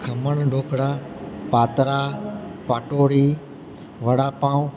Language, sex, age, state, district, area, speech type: Gujarati, male, 30-45, Gujarat, Valsad, rural, spontaneous